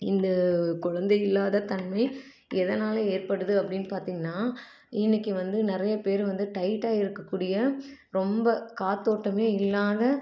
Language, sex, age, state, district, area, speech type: Tamil, female, 30-45, Tamil Nadu, Salem, urban, spontaneous